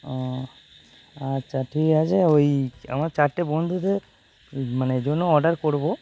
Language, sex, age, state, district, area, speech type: Bengali, male, 30-45, West Bengal, North 24 Parganas, urban, spontaneous